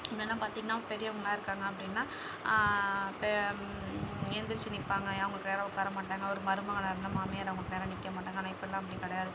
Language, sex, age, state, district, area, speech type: Tamil, female, 45-60, Tamil Nadu, Sivaganga, urban, spontaneous